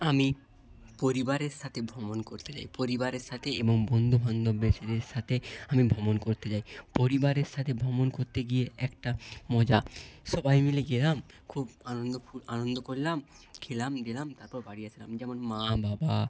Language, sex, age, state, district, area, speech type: Bengali, male, 18-30, West Bengal, Nadia, rural, spontaneous